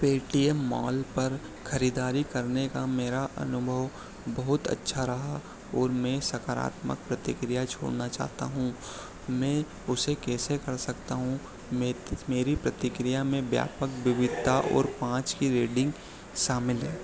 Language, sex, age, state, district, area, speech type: Hindi, male, 30-45, Madhya Pradesh, Harda, urban, read